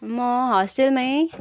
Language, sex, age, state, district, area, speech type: Nepali, female, 18-30, West Bengal, Kalimpong, rural, spontaneous